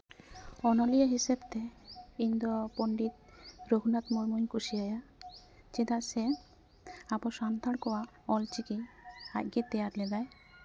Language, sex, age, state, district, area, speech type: Santali, female, 30-45, West Bengal, Jhargram, rural, spontaneous